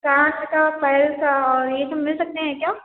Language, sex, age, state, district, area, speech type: Hindi, female, 18-30, Uttar Pradesh, Bhadohi, rural, conversation